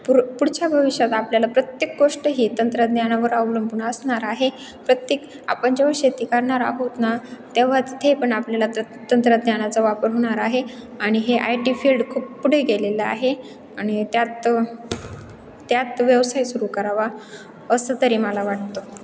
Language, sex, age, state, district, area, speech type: Marathi, female, 18-30, Maharashtra, Ahmednagar, rural, spontaneous